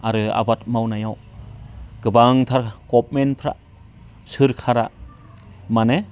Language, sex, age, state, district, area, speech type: Bodo, male, 45-60, Assam, Udalguri, rural, spontaneous